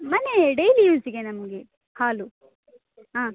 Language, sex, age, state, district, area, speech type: Kannada, female, 18-30, Karnataka, Dakshina Kannada, rural, conversation